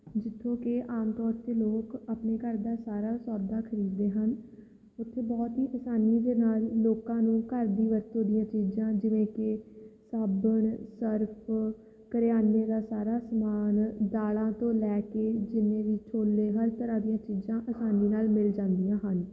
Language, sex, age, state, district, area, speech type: Punjabi, female, 18-30, Punjab, Fatehgarh Sahib, urban, spontaneous